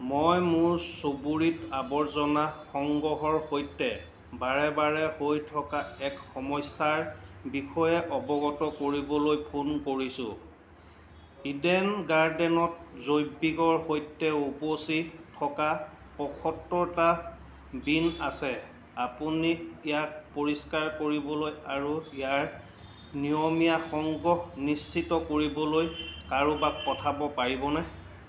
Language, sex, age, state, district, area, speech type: Assamese, male, 45-60, Assam, Golaghat, urban, read